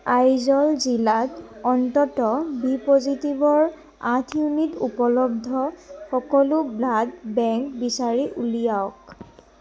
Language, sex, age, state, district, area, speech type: Assamese, female, 18-30, Assam, Majuli, urban, read